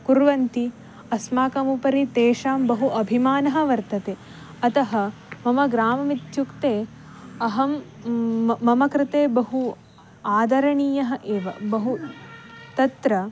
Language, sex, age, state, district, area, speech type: Sanskrit, female, 18-30, Karnataka, Uttara Kannada, rural, spontaneous